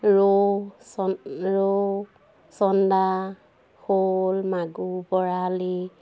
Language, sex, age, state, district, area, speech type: Assamese, female, 45-60, Assam, Dhemaji, urban, spontaneous